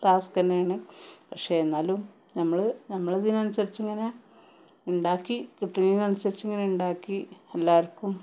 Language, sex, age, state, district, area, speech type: Malayalam, female, 30-45, Kerala, Malappuram, rural, spontaneous